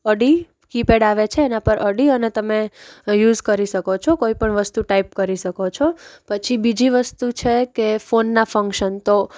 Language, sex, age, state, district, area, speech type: Gujarati, female, 18-30, Gujarat, Junagadh, urban, spontaneous